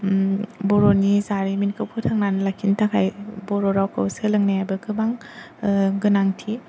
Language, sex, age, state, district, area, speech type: Bodo, female, 18-30, Assam, Kokrajhar, rural, spontaneous